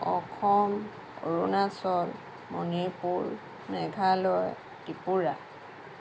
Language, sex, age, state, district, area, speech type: Assamese, female, 60+, Assam, Lakhimpur, rural, spontaneous